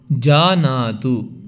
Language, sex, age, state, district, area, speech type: Sanskrit, male, 18-30, Karnataka, Chikkamagaluru, rural, read